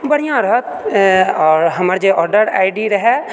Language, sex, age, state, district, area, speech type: Maithili, male, 30-45, Bihar, Purnia, rural, spontaneous